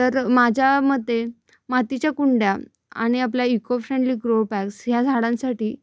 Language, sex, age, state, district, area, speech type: Marathi, female, 18-30, Maharashtra, Sangli, urban, spontaneous